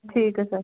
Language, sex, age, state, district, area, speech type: Punjabi, female, 30-45, Punjab, Kapurthala, urban, conversation